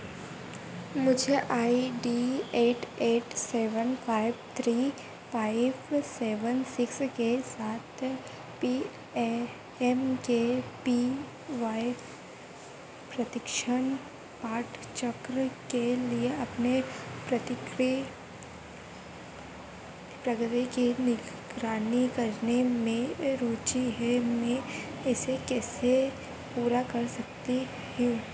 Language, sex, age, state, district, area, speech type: Hindi, female, 30-45, Madhya Pradesh, Harda, urban, read